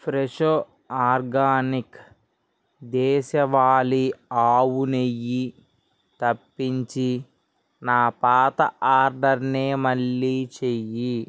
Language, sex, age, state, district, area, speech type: Telugu, male, 18-30, Andhra Pradesh, Srikakulam, urban, read